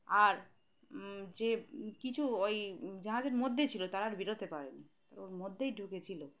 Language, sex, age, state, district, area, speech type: Bengali, female, 30-45, West Bengal, Birbhum, urban, spontaneous